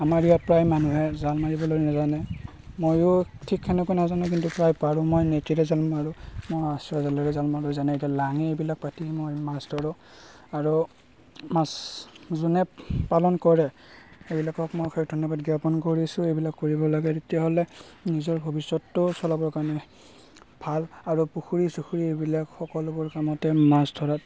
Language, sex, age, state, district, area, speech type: Assamese, male, 30-45, Assam, Darrang, rural, spontaneous